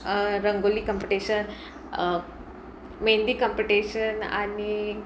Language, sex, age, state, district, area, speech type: Goan Konkani, female, 18-30, Goa, Sanguem, rural, spontaneous